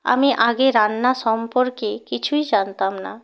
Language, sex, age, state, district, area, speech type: Bengali, female, 45-60, West Bengal, Hooghly, rural, spontaneous